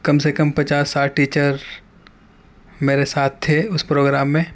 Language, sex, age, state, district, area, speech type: Urdu, male, 18-30, Uttar Pradesh, Gautam Buddha Nagar, urban, spontaneous